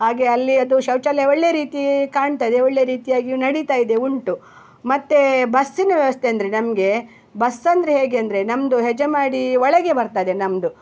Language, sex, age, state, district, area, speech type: Kannada, female, 60+, Karnataka, Udupi, rural, spontaneous